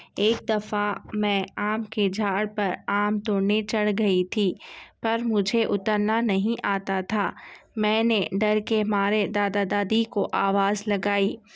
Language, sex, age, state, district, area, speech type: Urdu, female, 18-30, Telangana, Hyderabad, urban, spontaneous